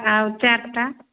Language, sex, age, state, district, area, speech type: Odia, female, 45-60, Odisha, Angul, rural, conversation